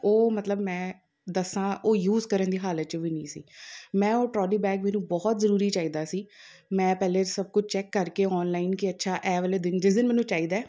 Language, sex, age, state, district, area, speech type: Punjabi, female, 30-45, Punjab, Amritsar, urban, spontaneous